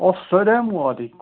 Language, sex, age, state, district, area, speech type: Kashmiri, male, 18-30, Jammu and Kashmir, Ganderbal, rural, conversation